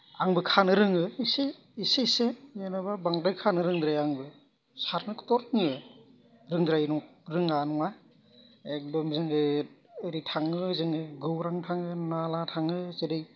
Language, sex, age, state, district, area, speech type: Bodo, male, 45-60, Assam, Kokrajhar, rural, spontaneous